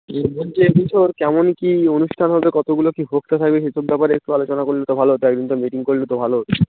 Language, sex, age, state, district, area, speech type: Bengali, male, 18-30, West Bengal, North 24 Parganas, rural, conversation